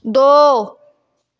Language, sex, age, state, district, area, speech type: Punjabi, female, 18-30, Punjab, Patiala, rural, read